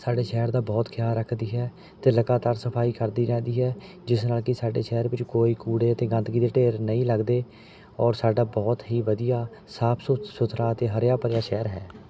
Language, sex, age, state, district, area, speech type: Punjabi, male, 30-45, Punjab, Rupnagar, rural, spontaneous